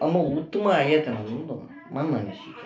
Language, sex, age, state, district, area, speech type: Kannada, male, 18-30, Karnataka, Koppal, rural, spontaneous